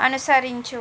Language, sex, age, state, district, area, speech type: Telugu, female, 45-60, Andhra Pradesh, Srikakulam, urban, read